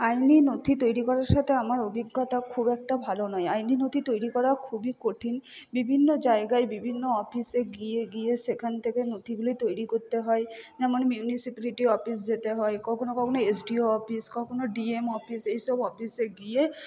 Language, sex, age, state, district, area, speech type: Bengali, female, 18-30, West Bengal, Purba Bardhaman, urban, spontaneous